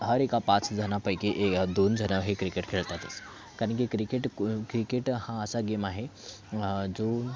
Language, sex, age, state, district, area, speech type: Marathi, male, 18-30, Maharashtra, Thane, urban, spontaneous